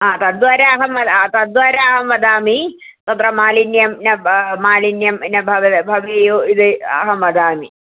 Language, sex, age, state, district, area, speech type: Sanskrit, female, 45-60, Kerala, Thiruvananthapuram, urban, conversation